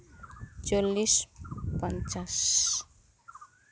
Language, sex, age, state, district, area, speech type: Santali, female, 45-60, West Bengal, Uttar Dinajpur, rural, spontaneous